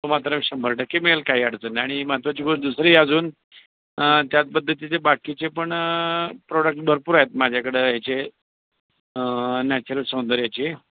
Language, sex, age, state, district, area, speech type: Marathi, male, 45-60, Maharashtra, Osmanabad, rural, conversation